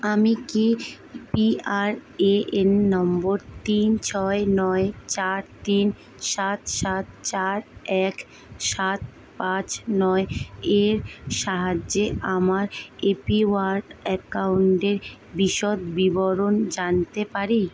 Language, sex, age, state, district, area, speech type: Bengali, female, 18-30, West Bengal, Kolkata, urban, read